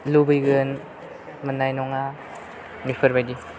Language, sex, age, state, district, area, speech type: Bodo, male, 18-30, Assam, Chirang, rural, spontaneous